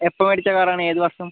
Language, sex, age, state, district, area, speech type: Malayalam, male, 18-30, Kerala, Wayanad, rural, conversation